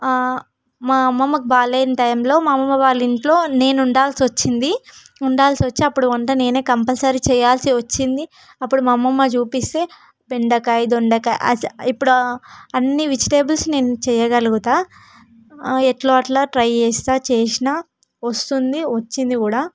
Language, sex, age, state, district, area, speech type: Telugu, female, 18-30, Telangana, Hyderabad, rural, spontaneous